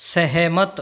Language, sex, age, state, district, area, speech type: Hindi, male, 45-60, Rajasthan, Karauli, rural, read